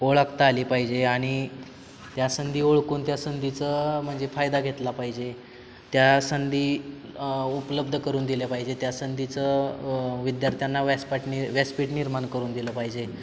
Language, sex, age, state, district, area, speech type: Marathi, male, 18-30, Maharashtra, Satara, urban, spontaneous